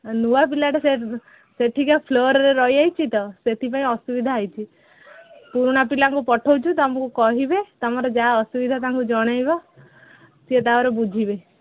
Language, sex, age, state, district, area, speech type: Odia, female, 30-45, Odisha, Sambalpur, rural, conversation